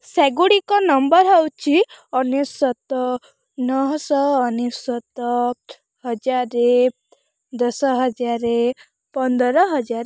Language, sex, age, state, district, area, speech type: Odia, female, 18-30, Odisha, Rayagada, rural, spontaneous